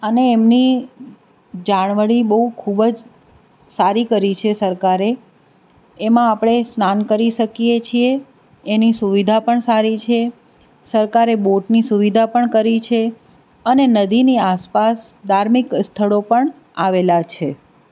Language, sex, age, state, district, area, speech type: Gujarati, female, 45-60, Gujarat, Anand, urban, spontaneous